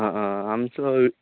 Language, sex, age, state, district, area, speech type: Goan Konkani, male, 18-30, Goa, Ponda, rural, conversation